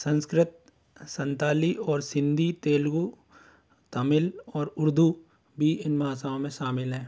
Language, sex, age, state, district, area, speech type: Hindi, male, 18-30, Madhya Pradesh, Bhopal, urban, spontaneous